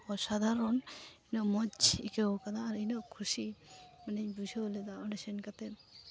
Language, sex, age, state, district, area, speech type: Santali, female, 18-30, West Bengal, Malda, rural, spontaneous